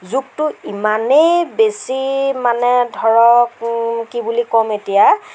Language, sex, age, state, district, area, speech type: Assamese, female, 60+, Assam, Darrang, rural, spontaneous